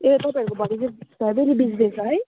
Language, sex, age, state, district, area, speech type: Nepali, female, 18-30, West Bengal, Kalimpong, rural, conversation